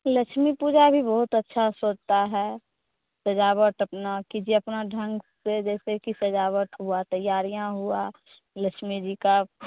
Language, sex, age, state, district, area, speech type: Hindi, female, 30-45, Bihar, Begusarai, rural, conversation